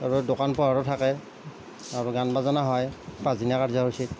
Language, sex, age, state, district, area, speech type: Assamese, male, 45-60, Assam, Nalbari, rural, spontaneous